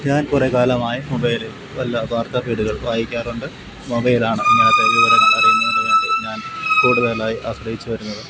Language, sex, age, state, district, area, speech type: Malayalam, male, 45-60, Kerala, Alappuzha, rural, spontaneous